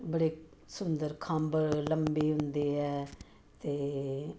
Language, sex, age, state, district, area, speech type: Punjabi, female, 45-60, Punjab, Jalandhar, urban, spontaneous